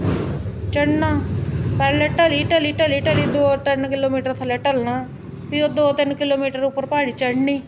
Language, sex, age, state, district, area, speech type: Dogri, female, 30-45, Jammu and Kashmir, Jammu, urban, spontaneous